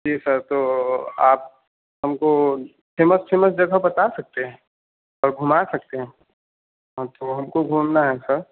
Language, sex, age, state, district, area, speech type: Hindi, male, 18-30, Bihar, Vaishali, urban, conversation